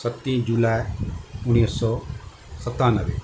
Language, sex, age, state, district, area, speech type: Sindhi, male, 60+, Maharashtra, Thane, urban, spontaneous